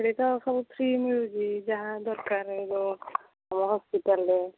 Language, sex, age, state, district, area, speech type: Odia, female, 45-60, Odisha, Angul, rural, conversation